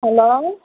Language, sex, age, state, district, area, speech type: Tamil, female, 45-60, Tamil Nadu, Kallakurichi, urban, conversation